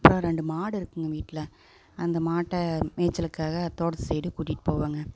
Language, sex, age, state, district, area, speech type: Tamil, female, 30-45, Tamil Nadu, Coimbatore, urban, spontaneous